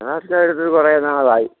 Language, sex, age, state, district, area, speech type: Malayalam, male, 60+, Kerala, Pathanamthitta, rural, conversation